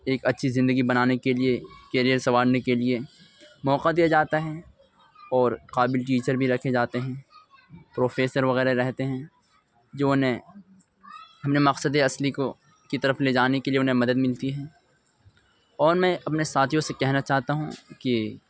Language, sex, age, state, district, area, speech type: Urdu, male, 18-30, Uttar Pradesh, Ghaziabad, urban, spontaneous